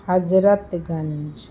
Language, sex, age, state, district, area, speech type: Sindhi, female, 45-60, Uttar Pradesh, Lucknow, urban, spontaneous